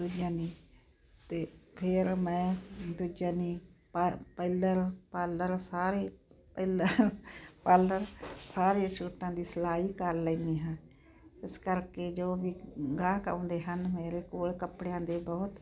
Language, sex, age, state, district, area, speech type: Punjabi, female, 60+, Punjab, Muktsar, urban, spontaneous